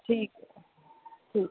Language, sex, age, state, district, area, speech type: Urdu, female, 30-45, Delhi, East Delhi, urban, conversation